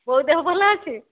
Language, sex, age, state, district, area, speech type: Odia, female, 30-45, Odisha, Dhenkanal, rural, conversation